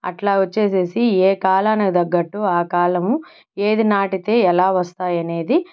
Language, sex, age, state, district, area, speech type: Telugu, female, 30-45, Andhra Pradesh, Nellore, urban, spontaneous